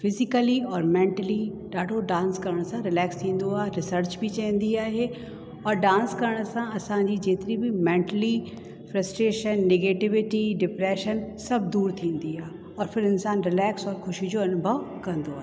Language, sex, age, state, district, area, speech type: Sindhi, female, 45-60, Uttar Pradesh, Lucknow, urban, spontaneous